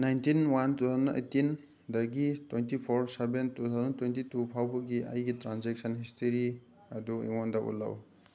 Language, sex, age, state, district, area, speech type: Manipuri, male, 30-45, Manipur, Thoubal, rural, read